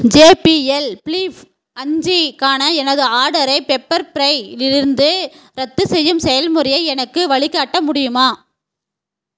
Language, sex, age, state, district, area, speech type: Tamil, female, 30-45, Tamil Nadu, Tirupattur, rural, read